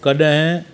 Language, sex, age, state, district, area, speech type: Sindhi, male, 60+, Gujarat, Junagadh, rural, spontaneous